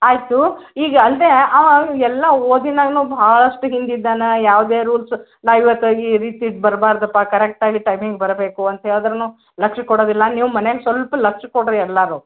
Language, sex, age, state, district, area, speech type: Kannada, female, 60+, Karnataka, Gulbarga, urban, conversation